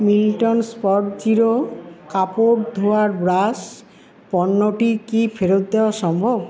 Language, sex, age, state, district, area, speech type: Bengali, female, 45-60, West Bengal, Paschim Bardhaman, urban, read